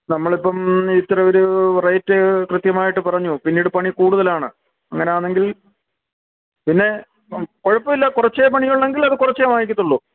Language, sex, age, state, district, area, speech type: Malayalam, male, 60+, Kerala, Kottayam, rural, conversation